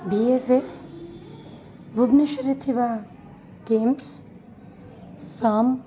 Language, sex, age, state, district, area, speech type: Odia, female, 30-45, Odisha, Cuttack, urban, spontaneous